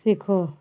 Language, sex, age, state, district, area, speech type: Hindi, female, 45-60, Uttar Pradesh, Azamgarh, rural, read